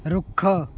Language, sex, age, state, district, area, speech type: Punjabi, male, 18-30, Punjab, Shaheed Bhagat Singh Nagar, rural, read